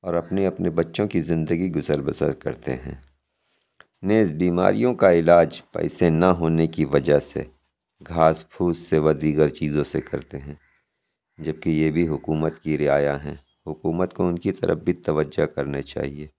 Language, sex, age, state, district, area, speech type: Urdu, male, 45-60, Uttar Pradesh, Lucknow, rural, spontaneous